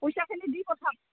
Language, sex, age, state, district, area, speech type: Assamese, female, 60+, Assam, Udalguri, rural, conversation